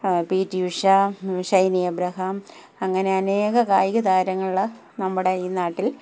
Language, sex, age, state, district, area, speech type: Malayalam, female, 45-60, Kerala, Palakkad, rural, spontaneous